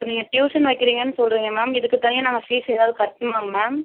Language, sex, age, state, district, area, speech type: Tamil, female, 30-45, Tamil Nadu, Ariyalur, rural, conversation